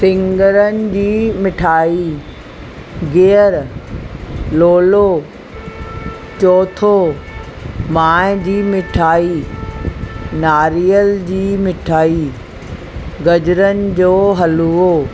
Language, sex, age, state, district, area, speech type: Sindhi, female, 45-60, Uttar Pradesh, Lucknow, urban, spontaneous